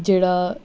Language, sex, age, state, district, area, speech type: Punjabi, female, 18-30, Punjab, Jalandhar, urban, spontaneous